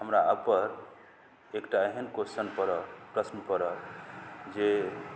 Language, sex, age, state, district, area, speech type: Maithili, male, 45-60, Bihar, Madhubani, rural, spontaneous